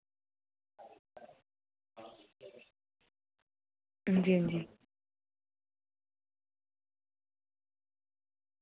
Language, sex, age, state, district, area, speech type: Dogri, female, 45-60, Jammu and Kashmir, Udhampur, urban, conversation